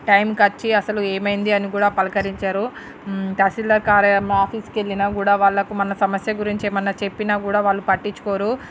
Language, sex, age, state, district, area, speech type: Telugu, female, 45-60, Andhra Pradesh, Srikakulam, urban, spontaneous